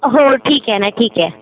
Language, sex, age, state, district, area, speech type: Marathi, female, 30-45, Maharashtra, Nagpur, rural, conversation